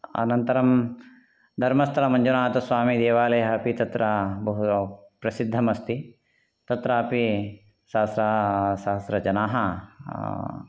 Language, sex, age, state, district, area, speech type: Sanskrit, male, 45-60, Karnataka, Shimoga, urban, spontaneous